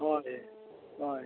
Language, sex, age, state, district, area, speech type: Santali, male, 60+, Odisha, Mayurbhanj, rural, conversation